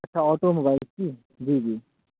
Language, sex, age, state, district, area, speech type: Urdu, male, 45-60, Uttar Pradesh, Aligarh, rural, conversation